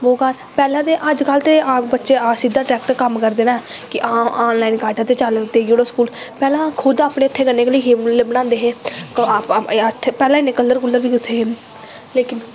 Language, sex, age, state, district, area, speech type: Dogri, female, 18-30, Jammu and Kashmir, Samba, rural, spontaneous